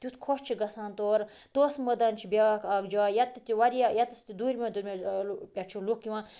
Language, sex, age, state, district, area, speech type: Kashmiri, female, 30-45, Jammu and Kashmir, Budgam, rural, spontaneous